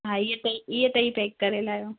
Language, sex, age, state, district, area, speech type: Sindhi, female, 18-30, Gujarat, Kutch, rural, conversation